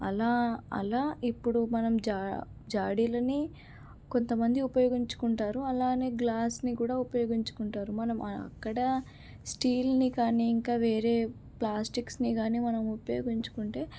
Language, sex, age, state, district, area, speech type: Telugu, female, 18-30, Telangana, Medak, rural, spontaneous